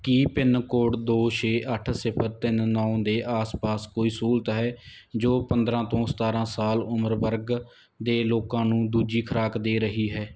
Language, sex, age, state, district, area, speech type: Punjabi, male, 18-30, Punjab, Mansa, rural, read